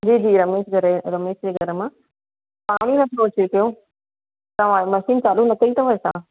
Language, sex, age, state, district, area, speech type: Sindhi, female, 45-60, Gujarat, Surat, urban, conversation